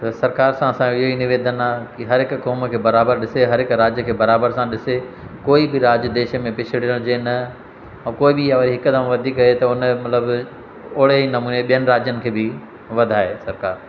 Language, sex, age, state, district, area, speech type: Sindhi, male, 45-60, Madhya Pradesh, Katni, rural, spontaneous